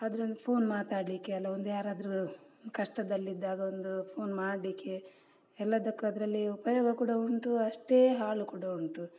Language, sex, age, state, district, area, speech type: Kannada, female, 45-60, Karnataka, Udupi, rural, spontaneous